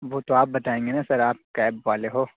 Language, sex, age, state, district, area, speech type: Urdu, male, 18-30, Delhi, South Delhi, urban, conversation